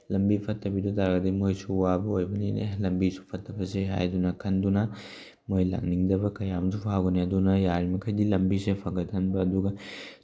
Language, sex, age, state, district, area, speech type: Manipuri, male, 18-30, Manipur, Tengnoupal, rural, spontaneous